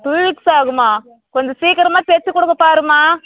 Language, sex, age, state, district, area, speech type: Tamil, female, 30-45, Tamil Nadu, Tirupattur, rural, conversation